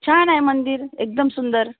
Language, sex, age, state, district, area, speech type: Marathi, female, 60+, Maharashtra, Thane, rural, conversation